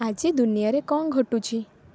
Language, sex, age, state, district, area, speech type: Odia, female, 18-30, Odisha, Rayagada, rural, read